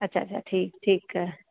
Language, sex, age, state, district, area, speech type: Sindhi, female, 45-60, Rajasthan, Ajmer, urban, conversation